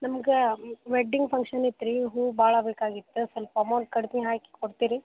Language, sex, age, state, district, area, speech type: Kannada, female, 18-30, Karnataka, Gadag, rural, conversation